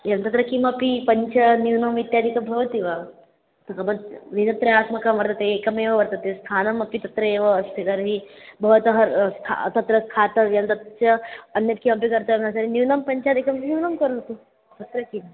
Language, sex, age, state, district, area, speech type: Sanskrit, female, 18-30, Maharashtra, Chandrapur, rural, conversation